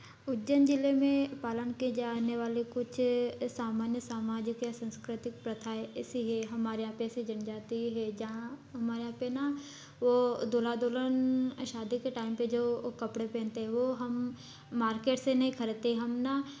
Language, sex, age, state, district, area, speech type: Hindi, female, 18-30, Madhya Pradesh, Ujjain, rural, spontaneous